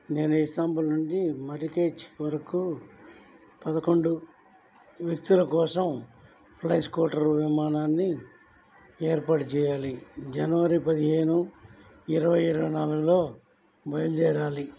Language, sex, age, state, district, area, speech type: Telugu, male, 60+, Andhra Pradesh, N T Rama Rao, urban, read